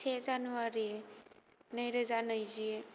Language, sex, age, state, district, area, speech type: Bodo, female, 18-30, Assam, Kokrajhar, rural, spontaneous